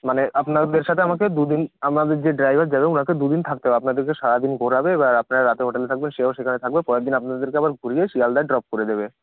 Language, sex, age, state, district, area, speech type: Bengali, male, 30-45, West Bengal, Jalpaiguri, rural, conversation